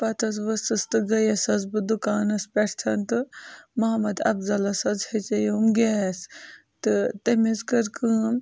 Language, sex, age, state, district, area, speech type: Kashmiri, female, 18-30, Jammu and Kashmir, Bandipora, rural, spontaneous